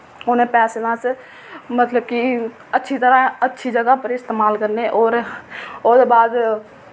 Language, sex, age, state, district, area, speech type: Dogri, female, 18-30, Jammu and Kashmir, Reasi, rural, spontaneous